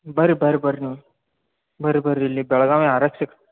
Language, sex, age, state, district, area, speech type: Kannada, male, 30-45, Karnataka, Belgaum, rural, conversation